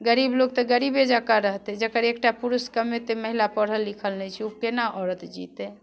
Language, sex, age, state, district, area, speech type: Maithili, female, 45-60, Bihar, Muzaffarpur, urban, spontaneous